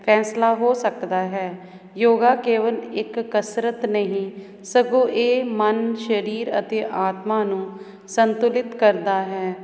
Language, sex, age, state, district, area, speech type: Punjabi, female, 30-45, Punjab, Hoshiarpur, urban, spontaneous